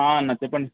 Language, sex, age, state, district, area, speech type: Telugu, male, 18-30, Telangana, Medak, rural, conversation